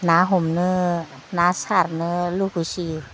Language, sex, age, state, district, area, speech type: Bodo, female, 60+, Assam, Udalguri, rural, spontaneous